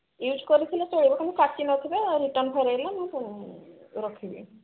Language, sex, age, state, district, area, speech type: Odia, female, 45-60, Odisha, Sambalpur, rural, conversation